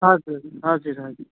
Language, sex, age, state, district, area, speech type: Nepali, female, 60+, West Bengal, Jalpaiguri, urban, conversation